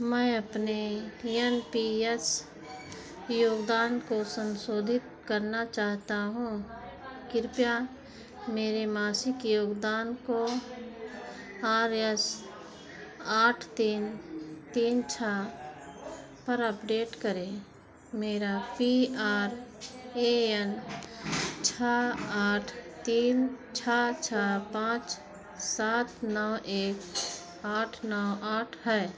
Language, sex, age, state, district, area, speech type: Hindi, female, 45-60, Uttar Pradesh, Ayodhya, rural, read